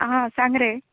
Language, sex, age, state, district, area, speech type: Goan Konkani, female, 30-45, Goa, Tiswadi, rural, conversation